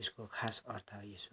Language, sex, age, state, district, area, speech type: Nepali, male, 45-60, West Bengal, Kalimpong, rural, spontaneous